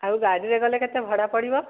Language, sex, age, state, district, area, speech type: Odia, female, 30-45, Odisha, Dhenkanal, rural, conversation